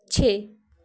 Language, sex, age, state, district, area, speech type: Punjabi, female, 18-30, Punjab, Patiala, urban, read